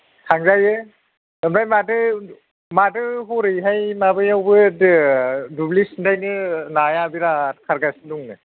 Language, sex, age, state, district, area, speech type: Bodo, male, 30-45, Assam, Kokrajhar, rural, conversation